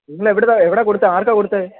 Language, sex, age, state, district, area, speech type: Malayalam, male, 18-30, Kerala, Kollam, rural, conversation